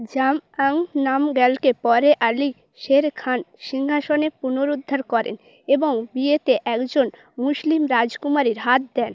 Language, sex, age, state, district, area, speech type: Bengali, female, 18-30, West Bengal, Purba Medinipur, rural, read